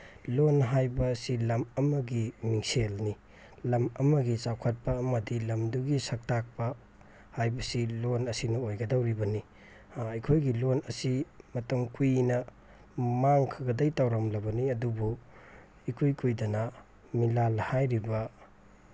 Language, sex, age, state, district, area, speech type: Manipuri, male, 30-45, Manipur, Tengnoupal, rural, spontaneous